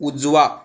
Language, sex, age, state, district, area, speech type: Marathi, male, 18-30, Maharashtra, Aurangabad, rural, read